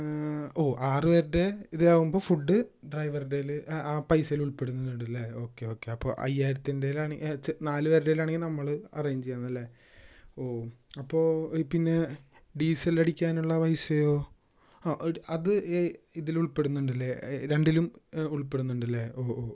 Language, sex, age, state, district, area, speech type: Malayalam, male, 18-30, Kerala, Thrissur, urban, spontaneous